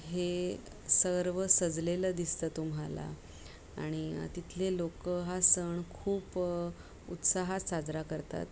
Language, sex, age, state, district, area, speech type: Marathi, female, 30-45, Maharashtra, Mumbai Suburban, urban, spontaneous